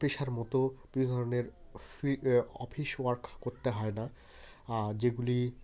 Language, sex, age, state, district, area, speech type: Bengali, male, 30-45, West Bengal, Hooghly, urban, spontaneous